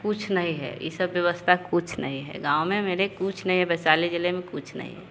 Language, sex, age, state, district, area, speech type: Hindi, female, 30-45, Bihar, Vaishali, rural, spontaneous